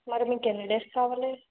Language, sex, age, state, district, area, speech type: Telugu, female, 18-30, Andhra Pradesh, Konaseema, urban, conversation